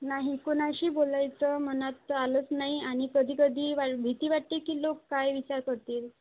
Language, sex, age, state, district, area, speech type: Marathi, female, 18-30, Maharashtra, Aurangabad, rural, conversation